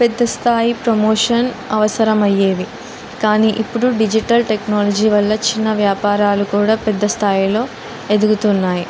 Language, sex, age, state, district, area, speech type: Telugu, female, 18-30, Telangana, Jayashankar, urban, spontaneous